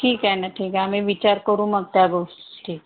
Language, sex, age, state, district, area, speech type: Marathi, female, 30-45, Maharashtra, Yavatmal, rural, conversation